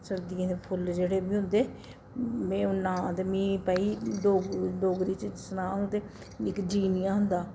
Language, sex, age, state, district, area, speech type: Dogri, female, 60+, Jammu and Kashmir, Reasi, urban, spontaneous